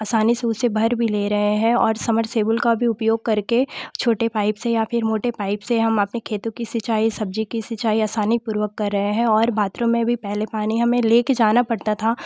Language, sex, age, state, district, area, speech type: Hindi, female, 18-30, Uttar Pradesh, Jaunpur, urban, spontaneous